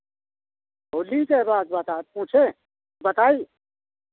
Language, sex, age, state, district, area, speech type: Hindi, male, 60+, Uttar Pradesh, Lucknow, rural, conversation